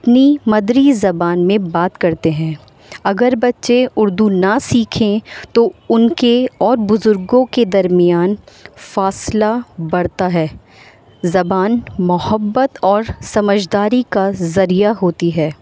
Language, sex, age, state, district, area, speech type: Urdu, female, 30-45, Delhi, North East Delhi, urban, spontaneous